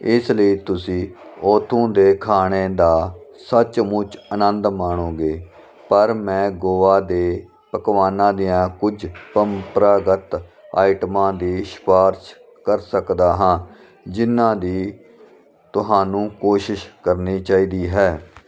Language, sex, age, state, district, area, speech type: Punjabi, male, 45-60, Punjab, Firozpur, rural, read